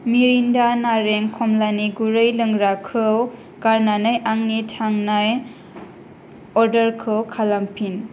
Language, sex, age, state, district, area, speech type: Bodo, female, 18-30, Assam, Kokrajhar, rural, read